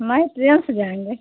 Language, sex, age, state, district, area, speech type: Hindi, female, 60+, Uttar Pradesh, Pratapgarh, rural, conversation